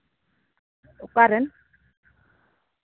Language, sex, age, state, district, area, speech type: Santali, female, 30-45, West Bengal, Uttar Dinajpur, rural, conversation